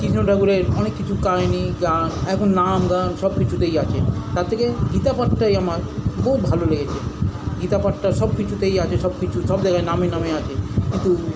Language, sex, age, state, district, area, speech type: Bengali, male, 45-60, West Bengal, South 24 Parganas, urban, spontaneous